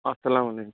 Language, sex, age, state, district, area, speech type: Kashmiri, male, 30-45, Jammu and Kashmir, Budgam, rural, conversation